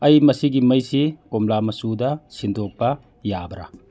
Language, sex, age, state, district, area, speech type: Manipuri, male, 45-60, Manipur, Churachandpur, urban, read